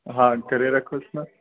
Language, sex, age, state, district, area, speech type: Sindhi, male, 18-30, Gujarat, Surat, urban, conversation